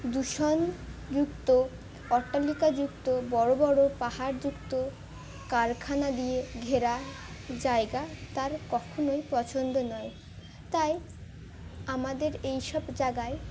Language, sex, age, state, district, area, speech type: Bengali, female, 18-30, West Bengal, Dakshin Dinajpur, urban, spontaneous